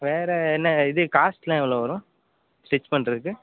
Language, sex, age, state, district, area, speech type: Tamil, male, 18-30, Tamil Nadu, Pudukkottai, rural, conversation